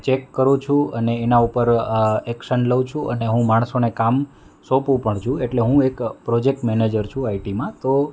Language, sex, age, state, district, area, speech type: Gujarati, male, 30-45, Gujarat, Rajkot, urban, spontaneous